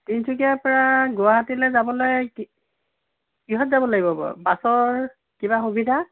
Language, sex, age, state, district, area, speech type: Assamese, female, 60+, Assam, Tinsukia, rural, conversation